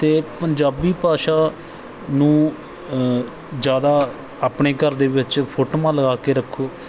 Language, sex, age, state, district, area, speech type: Punjabi, male, 30-45, Punjab, Bathinda, rural, spontaneous